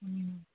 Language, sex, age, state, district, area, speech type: Maithili, female, 30-45, Bihar, Sitamarhi, urban, conversation